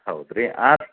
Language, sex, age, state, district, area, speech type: Kannada, male, 30-45, Karnataka, Dharwad, rural, conversation